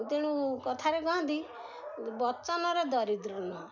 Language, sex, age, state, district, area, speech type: Odia, female, 60+, Odisha, Jagatsinghpur, rural, spontaneous